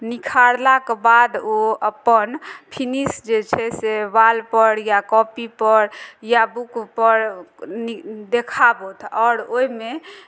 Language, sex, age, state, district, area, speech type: Maithili, female, 30-45, Bihar, Madhubani, rural, spontaneous